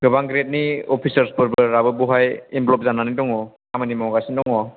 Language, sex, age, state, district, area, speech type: Bodo, male, 18-30, Assam, Chirang, rural, conversation